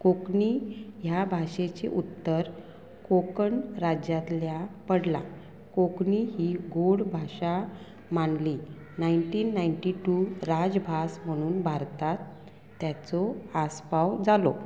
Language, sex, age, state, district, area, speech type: Goan Konkani, female, 45-60, Goa, Murmgao, rural, spontaneous